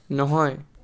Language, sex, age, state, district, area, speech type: Assamese, male, 18-30, Assam, Charaideo, urban, read